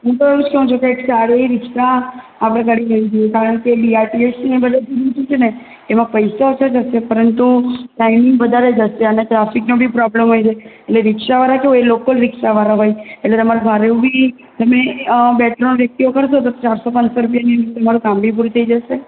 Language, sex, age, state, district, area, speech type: Gujarati, female, 18-30, Gujarat, Surat, rural, conversation